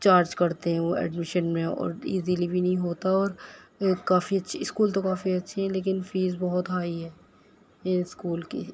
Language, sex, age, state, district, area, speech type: Urdu, female, 18-30, Delhi, Central Delhi, urban, spontaneous